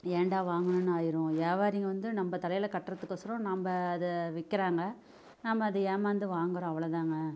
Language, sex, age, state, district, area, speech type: Tamil, female, 45-60, Tamil Nadu, Namakkal, rural, spontaneous